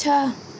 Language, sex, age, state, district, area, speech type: Hindi, female, 18-30, Uttar Pradesh, Pratapgarh, rural, read